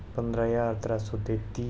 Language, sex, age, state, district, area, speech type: Dogri, male, 30-45, Jammu and Kashmir, Udhampur, rural, spontaneous